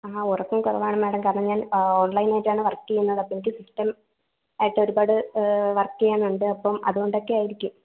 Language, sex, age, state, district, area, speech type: Malayalam, female, 18-30, Kerala, Thiruvananthapuram, rural, conversation